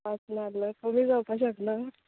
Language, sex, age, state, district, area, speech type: Goan Konkani, female, 18-30, Goa, Canacona, rural, conversation